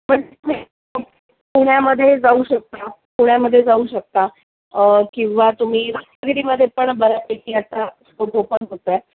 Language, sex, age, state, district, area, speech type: Marathi, female, 30-45, Maharashtra, Sindhudurg, rural, conversation